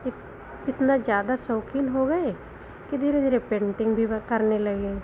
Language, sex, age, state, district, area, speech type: Hindi, female, 60+, Uttar Pradesh, Lucknow, rural, spontaneous